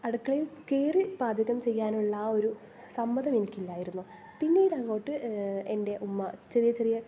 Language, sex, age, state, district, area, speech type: Malayalam, female, 18-30, Kerala, Thrissur, urban, spontaneous